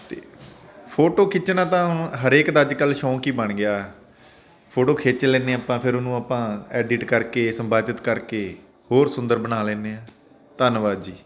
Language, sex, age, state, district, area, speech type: Punjabi, male, 30-45, Punjab, Faridkot, urban, spontaneous